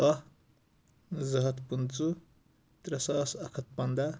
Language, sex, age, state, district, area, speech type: Kashmiri, male, 18-30, Jammu and Kashmir, Kulgam, rural, spontaneous